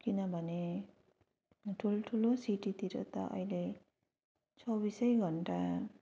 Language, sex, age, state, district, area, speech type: Nepali, female, 18-30, West Bengal, Darjeeling, rural, spontaneous